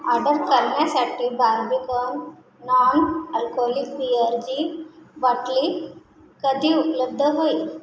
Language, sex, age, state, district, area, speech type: Marathi, female, 30-45, Maharashtra, Nagpur, urban, read